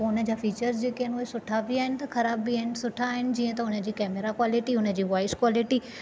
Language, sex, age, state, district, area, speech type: Sindhi, female, 30-45, Maharashtra, Thane, urban, spontaneous